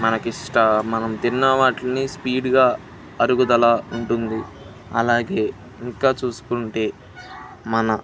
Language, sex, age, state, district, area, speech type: Telugu, male, 18-30, Andhra Pradesh, Bapatla, rural, spontaneous